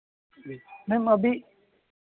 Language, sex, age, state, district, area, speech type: Hindi, male, 18-30, Madhya Pradesh, Ujjain, urban, conversation